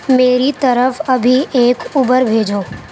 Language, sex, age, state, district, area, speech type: Urdu, female, 18-30, Uttar Pradesh, Gautam Buddha Nagar, urban, read